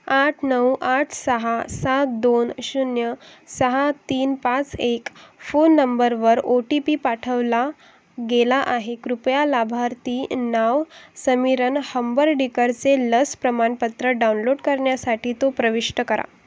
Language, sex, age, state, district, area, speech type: Marathi, female, 18-30, Maharashtra, Akola, urban, read